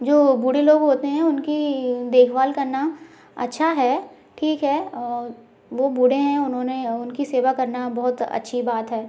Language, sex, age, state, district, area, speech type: Hindi, female, 18-30, Madhya Pradesh, Gwalior, rural, spontaneous